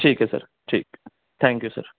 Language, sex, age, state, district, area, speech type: Urdu, male, 18-30, Uttar Pradesh, Saharanpur, urban, conversation